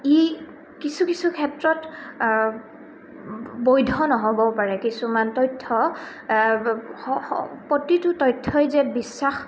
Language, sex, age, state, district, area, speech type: Assamese, female, 18-30, Assam, Goalpara, urban, spontaneous